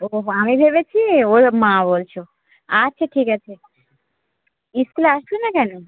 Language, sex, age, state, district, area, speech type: Bengali, female, 18-30, West Bengal, Birbhum, urban, conversation